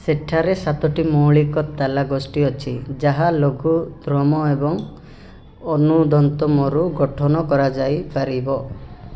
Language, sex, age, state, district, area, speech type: Odia, male, 30-45, Odisha, Rayagada, rural, read